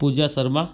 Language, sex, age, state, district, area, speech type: Hindi, male, 30-45, Madhya Pradesh, Ujjain, rural, spontaneous